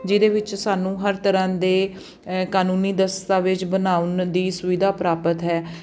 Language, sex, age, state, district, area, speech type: Punjabi, female, 30-45, Punjab, Patiala, urban, spontaneous